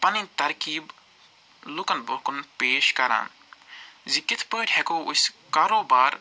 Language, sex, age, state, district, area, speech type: Kashmiri, male, 45-60, Jammu and Kashmir, Srinagar, urban, spontaneous